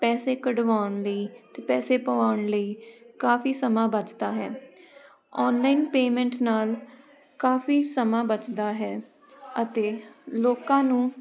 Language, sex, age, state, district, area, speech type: Punjabi, female, 18-30, Punjab, Jalandhar, urban, spontaneous